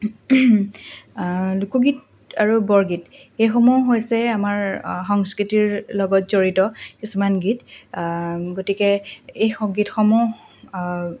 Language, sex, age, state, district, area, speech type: Assamese, female, 18-30, Assam, Lakhimpur, rural, spontaneous